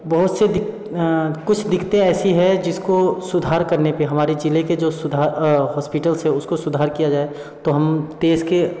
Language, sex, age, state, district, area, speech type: Hindi, male, 30-45, Bihar, Darbhanga, rural, spontaneous